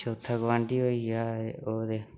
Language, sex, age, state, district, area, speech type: Dogri, male, 18-30, Jammu and Kashmir, Udhampur, rural, spontaneous